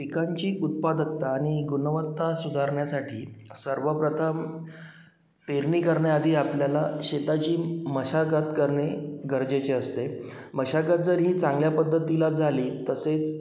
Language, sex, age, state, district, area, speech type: Marathi, male, 30-45, Maharashtra, Wardha, urban, spontaneous